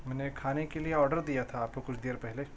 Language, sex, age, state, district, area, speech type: Urdu, male, 45-60, Delhi, Central Delhi, urban, spontaneous